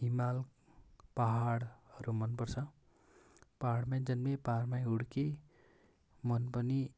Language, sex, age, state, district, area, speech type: Nepali, male, 18-30, West Bengal, Darjeeling, rural, spontaneous